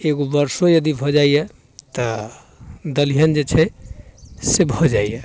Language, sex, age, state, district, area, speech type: Maithili, male, 30-45, Bihar, Muzaffarpur, rural, spontaneous